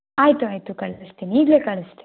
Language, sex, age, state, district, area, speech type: Kannada, female, 18-30, Karnataka, Tumkur, urban, conversation